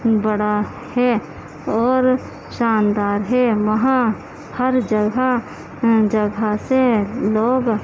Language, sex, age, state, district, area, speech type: Urdu, female, 18-30, Uttar Pradesh, Gautam Buddha Nagar, urban, spontaneous